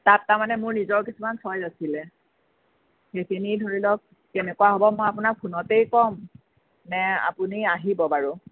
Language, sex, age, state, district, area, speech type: Assamese, female, 45-60, Assam, Sonitpur, urban, conversation